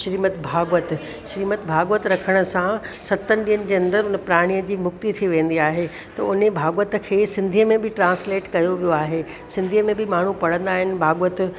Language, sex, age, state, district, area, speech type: Sindhi, female, 45-60, Rajasthan, Ajmer, urban, spontaneous